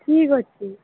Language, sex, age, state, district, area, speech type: Odia, female, 18-30, Odisha, Balangir, urban, conversation